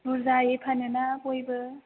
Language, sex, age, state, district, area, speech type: Bodo, female, 18-30, Assam, Chirang, urban, conversation